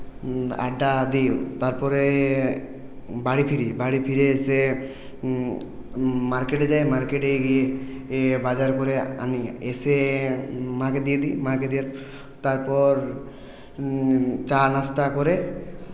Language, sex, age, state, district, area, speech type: Bengali, male, 18-30, West Bengal, Purulia, urban, spontaneous